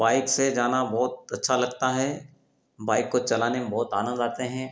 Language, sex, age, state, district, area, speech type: Hindi, male, 45-60, Madhya Pradesh, Ujjain, urban, spontaneous